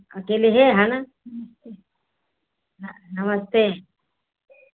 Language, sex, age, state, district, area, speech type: Hindi, female, 60+, Uttar Pradesh, Hardoi, rural, conversation